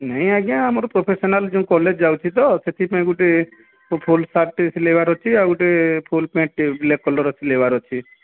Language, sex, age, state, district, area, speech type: Odia, male, 18-30, Odisha, Nayagarh, rural, conversation